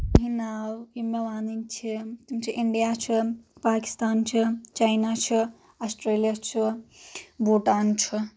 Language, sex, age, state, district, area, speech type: Kashmiri, female, 18-30, Jammu and Kashmir, Anantnag, rural, spontaneous